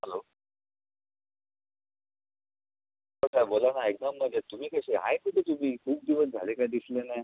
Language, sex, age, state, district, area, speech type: Marathi, male, 30-45, Maharashtra, Raigad, rural, conversation